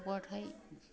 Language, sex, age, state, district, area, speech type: Bodo, female, 60+, Assam, Kokrajhar, urban, spontaneous